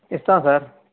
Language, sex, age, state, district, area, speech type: Telugu, male, 60+, Andhra Pradesh, Sri Balaji, urban, conversation